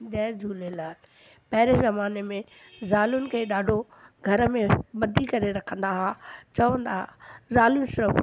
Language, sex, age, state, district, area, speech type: Sindhi, female, 60+, Delhi, South Delhi, rural, spontaneous